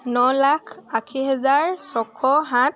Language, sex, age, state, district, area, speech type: Assamese, female, 18-30, Assam, Tinsukia, urban, spontaneous